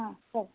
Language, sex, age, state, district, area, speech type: Telugu, female, 30-45, Telangana, Mancherial, rural, conversation